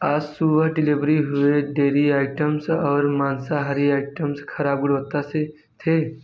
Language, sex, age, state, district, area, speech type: Hindi, male, 18-30, Uttar Pradesh, Mirzapur, rural, read